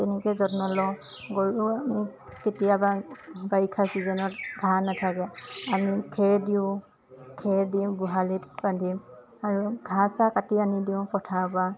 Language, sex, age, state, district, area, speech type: Assamese, female, 18-30, Assam, Dhemaji, urban, spontaneous